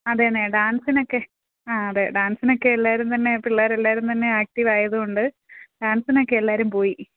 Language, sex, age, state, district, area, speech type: Malayalam, female, 30-45, Kerala, Idukki, rural, conversation